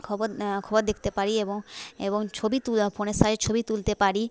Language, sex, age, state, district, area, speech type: Bengali, female, 30-45, West Bengal, Paschim Medinipur, rural, spontaneous